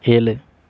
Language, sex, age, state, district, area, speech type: Tamil, male, 30-45, Tamil Nadu, Erode, rural, read